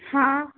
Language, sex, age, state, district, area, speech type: Hindi, female, 18-30, Rajasthan, Karauli, urban, conversation